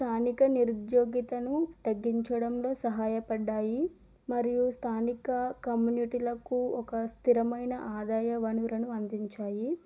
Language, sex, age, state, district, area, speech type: Telugu, female, 30-45, Andhra Pradesh, Eluru, rural, spontaneous